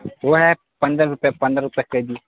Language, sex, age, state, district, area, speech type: Urdu, male, 18-30, Bihar, Saharsa, rural, conversation